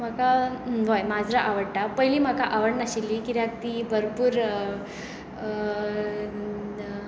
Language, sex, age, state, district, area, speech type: Goan Konkani, female, 18-30, Goa, Tiswadi, rural, spontaneous